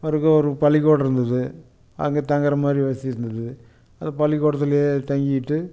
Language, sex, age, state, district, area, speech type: Tamil, male, 60+, Tamil Nadu, Coimbatore, urban, spontaneous